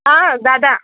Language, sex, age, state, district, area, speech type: Marathi, female, 18-30, Maharashtra, Nanded, rural, conversation